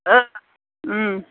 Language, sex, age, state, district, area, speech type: Bodo, female, 60+, Assam, Chirang, rural, conversation